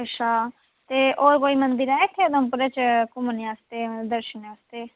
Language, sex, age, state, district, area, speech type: Dogri, female, 18-30, Jammu and Kashmir, Udhampur, rural, conversation